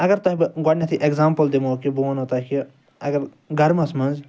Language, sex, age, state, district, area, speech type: Kashmiri, male, 45-60, Jammu and Kashmir, Ganderbal, urban, spontaneous